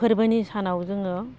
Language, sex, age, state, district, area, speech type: Bodo, female, 45-60, Assam, Baksa, rural, spontaneous